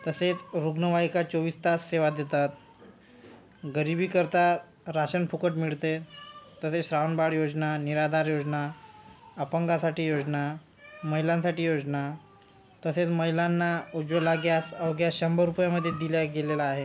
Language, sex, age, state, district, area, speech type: Marathi, male, 30-45, Maharashtra, Yavatmal, rural, spontaneous